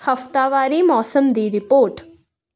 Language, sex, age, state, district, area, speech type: Punjabi, female, 18-30, Punjab, Kapurthala, urban, read